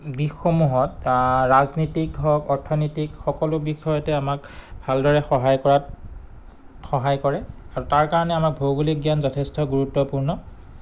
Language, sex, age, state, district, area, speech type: Assamese, male, 30-45, Assam, Goalpara, urban, spontaneous